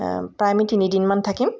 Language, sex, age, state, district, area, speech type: Assamese, female, 60+, Assam, Tinsukia, urban, spontaneous